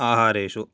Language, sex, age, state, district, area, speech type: Sanskrit, male, 18-30, Karnataka, Chikkamagaluru, urban, spontaneous